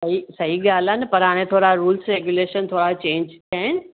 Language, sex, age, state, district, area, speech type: Sindhi, female, 60+, Gujarat, Surat, urban, conversation